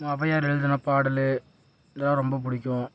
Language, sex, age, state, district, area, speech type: Tamil, male, 18-30, Tamil Nadu, Tiruppur, rural, spontaneous